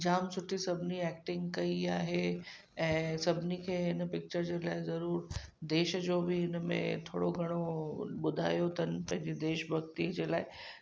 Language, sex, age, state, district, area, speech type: Sindhi, female, 45-60, Gujarat, Kutch, urban, spontaneous